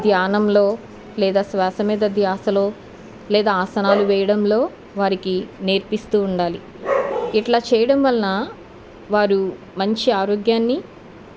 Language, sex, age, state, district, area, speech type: Telugu, female, 45-60, Andhra Pradesh, Eluru, urban, spontaneous